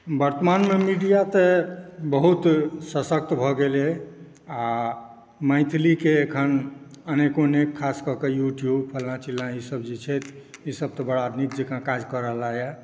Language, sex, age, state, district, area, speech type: Maithili, male, 60+, Bihar, Saharsa, urban, spontaneous